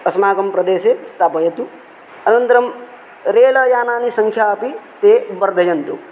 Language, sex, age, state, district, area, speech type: Sanskrit, male, 18-30, Odisha, Bargarh, rural, spontaneous